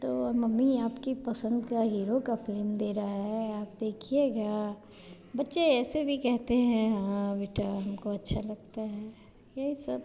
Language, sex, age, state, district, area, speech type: Hindi, female, 45-60, Bihar, Vaishali, urban, spontaneous